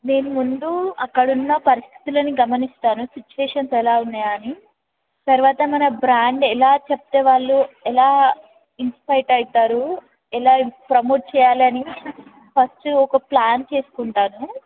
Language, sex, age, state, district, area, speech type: Telugu, female, 18-30, Telangana, Warangal, rural, conversation